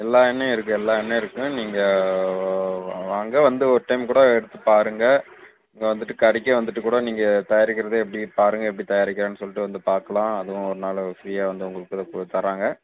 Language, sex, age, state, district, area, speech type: Tamil, male, 18-30, Tamil Nadu, Dharmapuri, rural, conversation